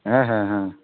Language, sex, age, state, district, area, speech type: Bengali, male, 30-45, West Bengal, Darjeeling, rural, conversation